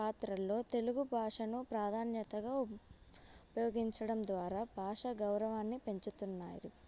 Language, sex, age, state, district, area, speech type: Telugu, female, 18-30, Telangana, Sangareddy, rural, spontaneous